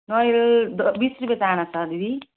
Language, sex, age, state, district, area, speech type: Nepali, female, 45-60, West Bengal, Jalpaiguri, rural, conversation